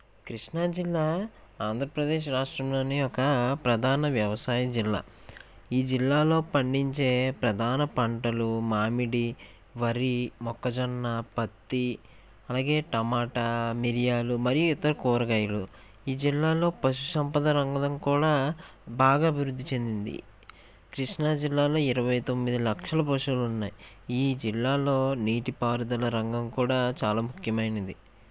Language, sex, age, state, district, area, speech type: Telugu, male, 30-45, Andhra Pradesh, Krishna, urban, spontaneous